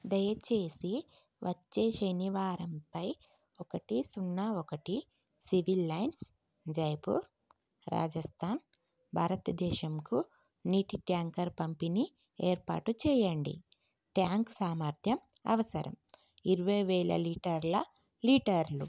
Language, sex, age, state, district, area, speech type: Telugu, female, 30-45, Telangana, Karimnagar, urban, read